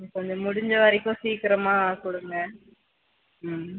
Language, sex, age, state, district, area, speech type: Tamil, female, 30-45, Tamil Nadu, Dharmapuri, rural, conversation